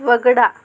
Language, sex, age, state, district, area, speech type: Marathi, female, 45-60, Maharashtra, Amravati, rural, read